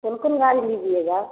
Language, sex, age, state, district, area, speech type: Hindi, female, 30-45, Bihar, Samastipur, rural, conversation